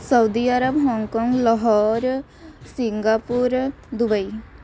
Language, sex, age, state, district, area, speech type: Punjabi, female, 18-30, Punjab, Shaheed Bhagat Singh Nagar, rural, spontaneous